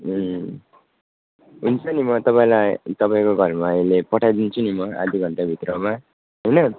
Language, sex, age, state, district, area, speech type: Nepali, male, 30-45, West Bengal, Kalimpong, rural, conversation